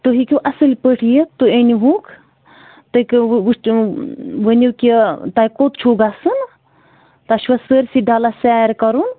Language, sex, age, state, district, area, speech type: Kashmiri, female, 30-45, Jammu and Kashmir, Bandipora, rural, conversation